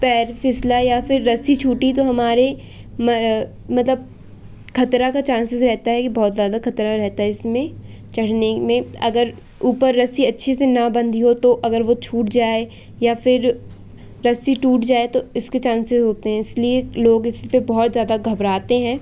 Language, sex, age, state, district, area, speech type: Hindi, female, 18-30, Madhya Pradesh, Seoni, urban, spontaneous